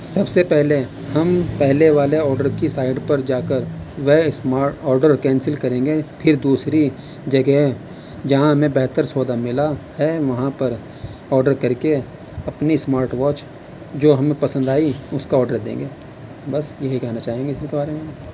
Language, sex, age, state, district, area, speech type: Urdu, male, 45-60, Uttar Pradesh, Muzaffarnagar, urban, spontaneous